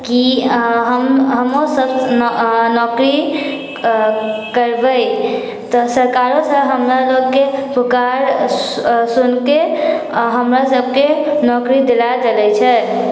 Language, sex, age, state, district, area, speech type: Maithili, female, 18-30, Bihar, Sitamarhi, rural, spontaneous